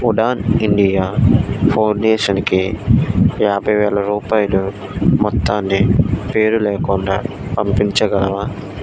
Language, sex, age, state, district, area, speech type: Telugu, male, 18-30, Andhra Pradesh, N T Rama Rao, urban, read